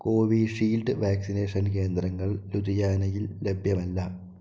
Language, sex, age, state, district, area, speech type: Malayalam, male, 18-30, Kerala, Palakkad, rural, read